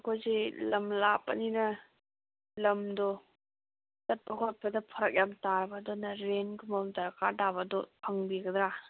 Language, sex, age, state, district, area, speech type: Manipuri, female, 18-30, Manipur, Senapati, rural, conversation